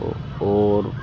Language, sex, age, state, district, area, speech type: Urdu, male, 18-30, Uttar Pradesh, Muzaffarnagar, urban, spontaneous